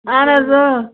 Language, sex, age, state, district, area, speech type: Kashmiri, female, 30-45, Jammu and Kashmir, Budgam, rural, conversation